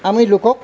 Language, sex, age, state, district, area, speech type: Assamese, male, 60+, Assam, Tinsukia, rural, spontaneous